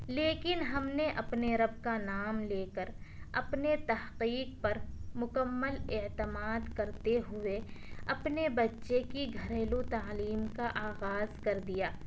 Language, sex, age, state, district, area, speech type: Urdu, female, 18-30, Delhi, South Delhi, urban, spontaneous